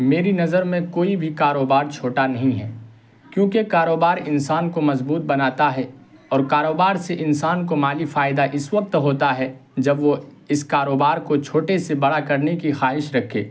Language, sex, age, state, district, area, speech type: Urdu, male, 18-30, Bihar, Purnia, rural, spontaneous